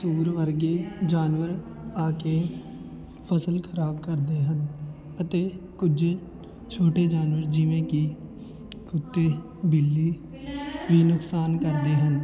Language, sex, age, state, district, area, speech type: Punjabi, male, 18-30, Punjab, Fatehgarh Sahib, rural, spontaneous